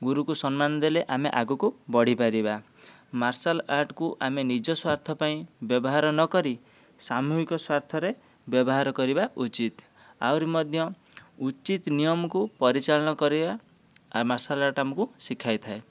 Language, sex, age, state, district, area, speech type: Odia, male, 30-45, Odisha, Dhenkanal, rural, spontaneous